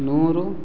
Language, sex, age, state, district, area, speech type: Kannada, male, 18-30, Karnataka, Uttara Kannada, rural, spontaneous